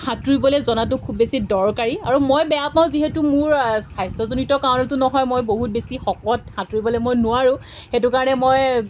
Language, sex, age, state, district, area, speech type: Assamese, female, 18-30, Assam, Golaghat, rural, spontaneous